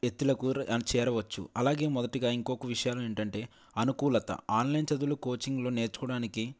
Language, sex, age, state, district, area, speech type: Telugu, male, 18-30, Andhra Pradesh, Konaseema, rural, spontaneous